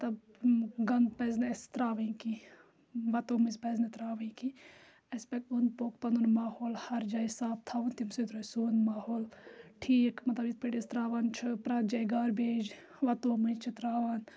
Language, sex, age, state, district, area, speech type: Kashmiri, female, 18-30, Jammu and Kashmir, Kupwara, rural, spontaneous